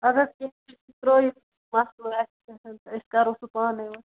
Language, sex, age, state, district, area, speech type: Kashmiri, female, 18-30, Jammu and Kashmir, Ganderbal, rural, conversation